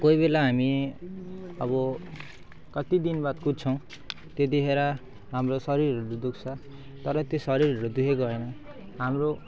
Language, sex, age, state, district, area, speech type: Nepali, male, 18-30, West Bengal, Alipurduar, urban, spontaneous